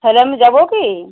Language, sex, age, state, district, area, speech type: Bengali, female, 18-30, West Bengal, Uttar Dinajpur, urban, conversation